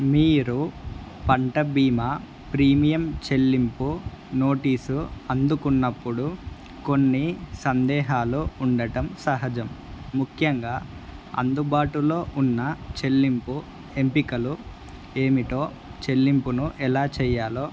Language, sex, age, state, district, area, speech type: Telugu, male, 18-30, Andhra Pradesh, Kadapa, urban, spontaneous